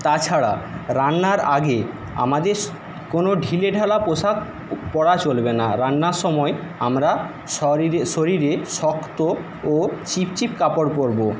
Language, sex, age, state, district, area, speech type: Bengali, male, 60+, West Bengal, Paschim Medinipur, rural, spontaneous